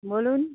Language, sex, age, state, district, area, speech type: Bengali, female, 30-45, West Bengal, Cooch Behar, urban, conversation